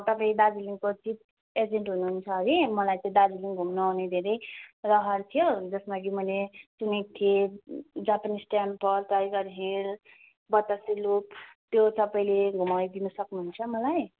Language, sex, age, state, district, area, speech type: Nepali, female, 18-30, West Bengal, Darjeeling, rural, conversation